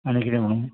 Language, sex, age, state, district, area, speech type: Goan Konkani, male, 45-60, Goa, Bardez, rural, conversation